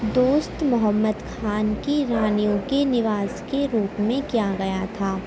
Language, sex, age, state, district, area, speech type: Urdu, female, 18-30, Uttar Pradesh, Ghaziabad, urban, spontaneous